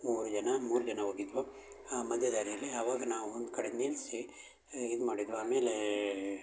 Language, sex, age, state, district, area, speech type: Kannada, male, 60+, Karnataka, Shimoga, rural, spontaneous